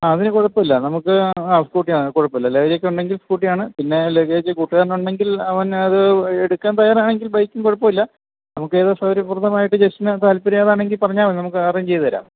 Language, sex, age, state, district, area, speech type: Malayalam, male, 45-60, Kerala, Idukki, rural, conversation